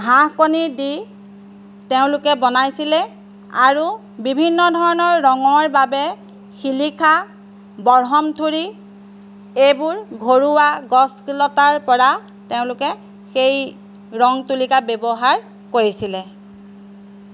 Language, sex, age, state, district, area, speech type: Assamese, female, 45-60, Assam, Golaghat, rural, spontaneous